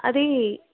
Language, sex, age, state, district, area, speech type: Telugu, female, 30-45, Andhra Pradesh, Kadapa, urban, conversation